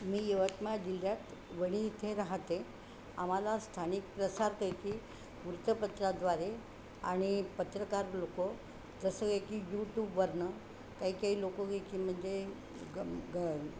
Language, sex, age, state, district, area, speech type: Marathi, female, 60+, Maharashtra, Yavatmal, urban, spontaneous